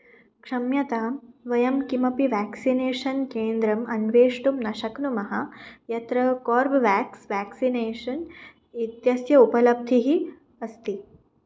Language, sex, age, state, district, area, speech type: Sanskrit, female, 18-30, Maharashtra, Mumbai Suburban, urban, read